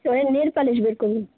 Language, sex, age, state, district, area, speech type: Bengali, female, 18-30, West Bengal, South 24 Parganas, rural, conversation